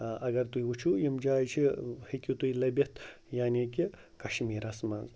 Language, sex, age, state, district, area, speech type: Kashmiri, male, 45-60, Jammu and Kashmir, Srinagar, urban, spontaneous